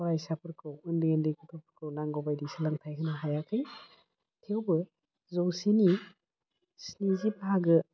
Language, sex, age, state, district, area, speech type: Bodo, female, 45-60, Assam, Udalguri, urban, spontaneous